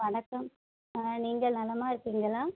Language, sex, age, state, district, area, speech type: Tamil, female, 30-45, Tamil Nadu, Kanchipuram, urban, conversation